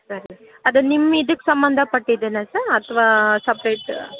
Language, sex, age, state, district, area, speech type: Kannada, female, 18-30, Karnataka, Kolar, rural, conversation